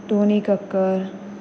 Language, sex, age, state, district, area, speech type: Goan Konkani, female, 18-30, Goa, Pernem, rural, spontaneous